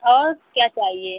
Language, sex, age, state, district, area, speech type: Hindi, female, 18-30, Uttar Pradesh, Mau, urban, conversation